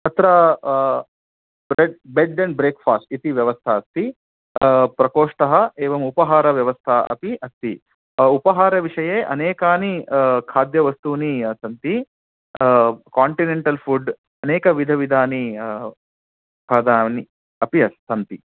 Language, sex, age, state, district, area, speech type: Sanskrit, male, 30-45, Karnataka, Bangalore Urban, urban, conversation